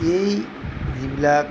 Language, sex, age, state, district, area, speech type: Assamese, male, 45-60, Assam, Golaghat, urban, spontaneous